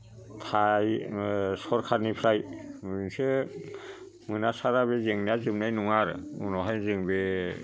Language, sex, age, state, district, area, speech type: Bodo, male, 60+, Assam, Chirang, rural, spontaneous